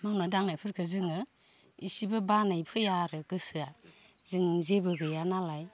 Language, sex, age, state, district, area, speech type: Bodo, female, 45-60, Assam, Baksa, rural, spontaneous